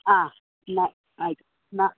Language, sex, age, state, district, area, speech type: Malayalam, female, 45-60, Kerala, Wayanad, rural, conversation